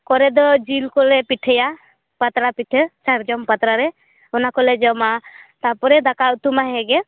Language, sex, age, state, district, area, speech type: Santali, female, 18-30, West Bengal, Purba Bardhaman, rural, conversation